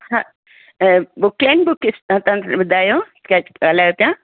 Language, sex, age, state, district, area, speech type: Sindhi, female, 60+, Rajasthan, Ajmer, urban, conversation